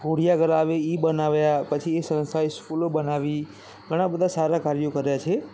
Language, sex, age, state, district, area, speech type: Gujarati, male, 18-30, Gujarat, Aravalli, urban, spontaneous